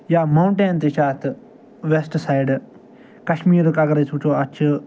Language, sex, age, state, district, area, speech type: Kashmiri, male, 30-45, Jammu and Kashmir, Ganderbal, rural, spontaneous